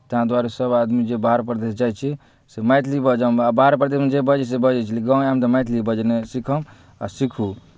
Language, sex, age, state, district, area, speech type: Maithili, male, 18-30, Bihar, Darbhanga, rural, spontaneous